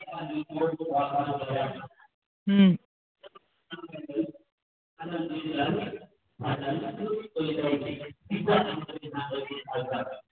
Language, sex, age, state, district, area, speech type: Bengali, male, 45-60, West Bengal, Uttar Dinajpur, urban, conversation